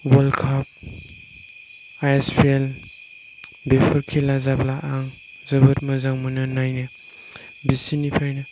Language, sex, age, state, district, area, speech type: Bodo, male, 18-30, Assam, Chirang, rural, spontaneous